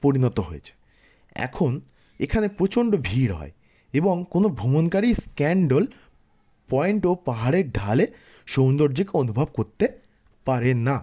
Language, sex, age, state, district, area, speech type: Bengali, male, 30-45, West Bengal, South 24 Parganas, rural, spontaneous